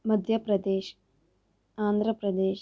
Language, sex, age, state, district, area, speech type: Telugu, female, 18-30, Andhra Pradesh, East Godavari, rural, spontaneous